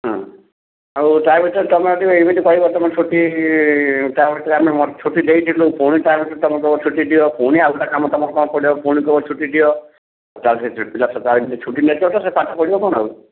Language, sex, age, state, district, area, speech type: Odia, male, 45-60, Odisha, Kendrapara, urban, conversation